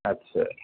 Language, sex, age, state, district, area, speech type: Urdu, male, 18-30, Bihar, Purnia, rural, conversation